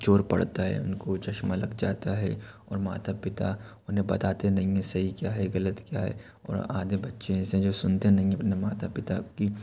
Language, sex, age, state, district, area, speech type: Hindi, male, 18-30, Madhya Pradesh, Bhopal, urban, spontaneous